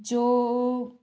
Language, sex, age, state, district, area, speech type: Hindi, female, 18-30, Madhya Pradesh, Hoshangabad, rural, spontaneous